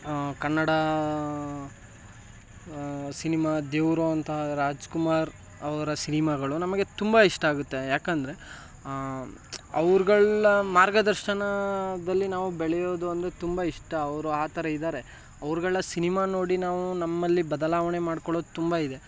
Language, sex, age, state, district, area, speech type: Kannada, male, 18-30, Karnataka, Chamarajanagar, rural, spontaneous